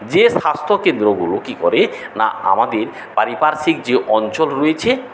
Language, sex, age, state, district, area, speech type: Bengali, male, 45-60, West Bengal, Paschim Medinipur, rural, spontaneous